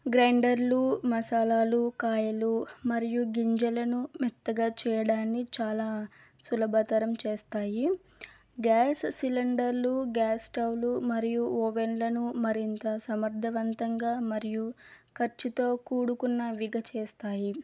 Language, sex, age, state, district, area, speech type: Telugu, female, 30-45, Andhra Pradesh, Eluru, rural, spontaneous